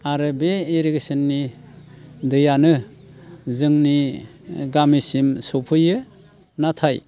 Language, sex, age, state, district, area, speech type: Bodo, male, 60+, Assam, Baksa, urban, spontaneous